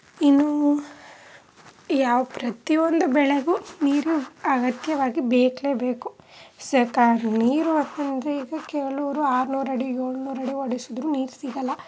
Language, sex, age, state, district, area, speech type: Kannada, female, 18-30, Karnataka, Chamarajanagar, rural, spontaneous